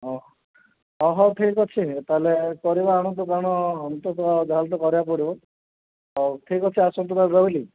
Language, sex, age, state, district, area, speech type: Odia, male, 30-45, Odisha, Kandhamal, rural, conversation